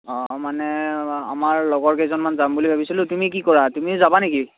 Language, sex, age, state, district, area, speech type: Assamese, male, 18-30, Assam, Morigaon, rural, conversation